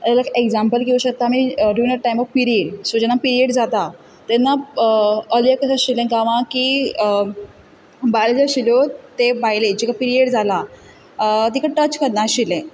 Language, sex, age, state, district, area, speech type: Goan Konkani, female, 18-30, Goa, Quepem, rural, spontaneous